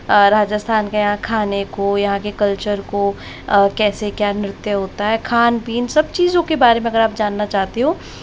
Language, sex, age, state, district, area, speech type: Hindi, female, 60+, Rajasthan, Jaipur, urban, spontaneous